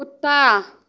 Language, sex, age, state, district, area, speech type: Maithili, female, 18-30, Bihar, Madhepura, rural, read